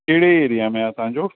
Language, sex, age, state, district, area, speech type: Sindhi, male, 45-60, Uttar Pradesh, Lucknow, rural, conversation